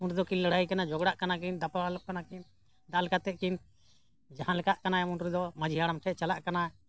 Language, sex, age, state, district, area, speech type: Santali, male, 60+, Jharkhand, Bokaro, rural, spontaneous